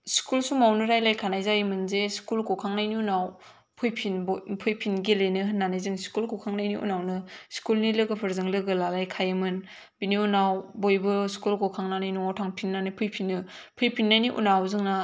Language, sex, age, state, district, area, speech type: Bodo, female, 18-30, Assam, Kokrajhar, urban, spontaneous